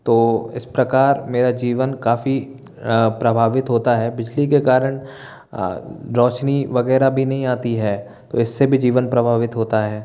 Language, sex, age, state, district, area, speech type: Hindi, male, 18-30, Madhya Pradesh, Bhopal, urban, spontaneous